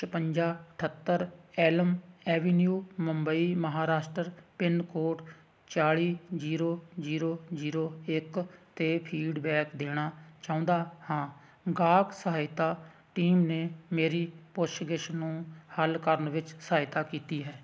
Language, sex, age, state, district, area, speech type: Punjabi, male, 45-60, Punjab, Hoshiarpur, rural, read